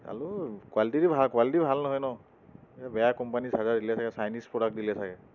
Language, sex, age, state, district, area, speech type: Assamese, male, 30-45, Assam, Tinsukia, urban, spontaneous